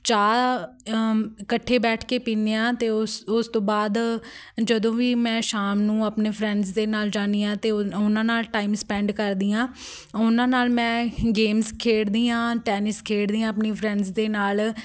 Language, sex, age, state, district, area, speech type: Punjabi, female, 18-30, Punjab, Fatehgarh Sahib, urban, spontaneous